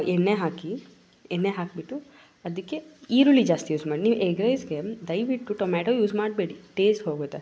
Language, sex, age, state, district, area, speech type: Kannada, female, 18-30, Karnataka, Mysore, urban, spontaneous